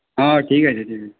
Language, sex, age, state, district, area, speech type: Bengali, male, 18-30, West Bengal, Purulia, urban, conversation